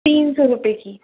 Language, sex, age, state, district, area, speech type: Hindi, female, 18-30, Rajasthan, Jaipur, urban, conversation